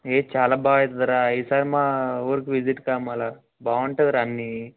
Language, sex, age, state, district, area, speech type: Telugu, male, 18-30, Telangana, Hyderabad, urban, conversation